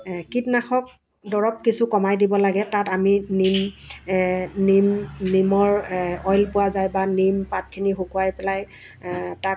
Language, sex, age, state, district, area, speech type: Assamese, female, 60+, Assam, Dibrugarh, rural, spontaneous